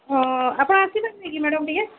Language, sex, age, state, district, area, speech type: Odia, female, 45-60, Odisha, Sundergarh, rural, conversation